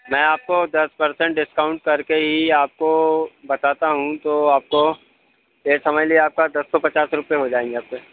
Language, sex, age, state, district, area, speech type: Hindi, male, 30-45, Madhya Pradesh, Hoshangabad, rural, conversation